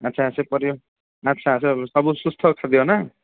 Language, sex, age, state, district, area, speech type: Odia, male, 18-30, Odisha, Kendrapara, urban, conversation